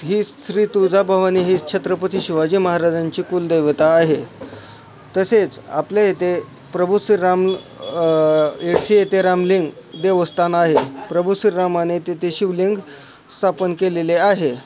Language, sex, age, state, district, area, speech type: Marathi, male, 18-30, Maharashtra, Osmanabad, rural, spontaneous